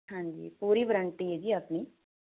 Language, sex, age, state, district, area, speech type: Punjabi, female, 18-30, Punjab, Fazilka, rural, conversation